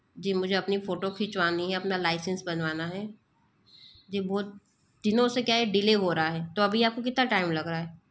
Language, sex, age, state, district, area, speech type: Hindi, female, 30-45, Madhya Pradesh, Bhopal, urban, spontaneous